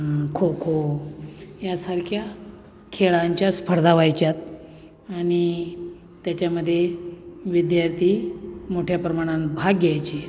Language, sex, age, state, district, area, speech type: Marathi, male, 45-60, Maharashtra, Nashik, urban, spontaneous